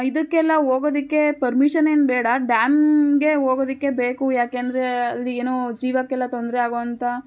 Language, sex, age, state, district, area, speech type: Kannada, female, 18-30, Karnataka, Tumkur, urban, spontaneous